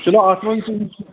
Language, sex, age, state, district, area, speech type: Kashmiri, male, 45-60, Jammu and Kashmir, Bandipora, rural, conversation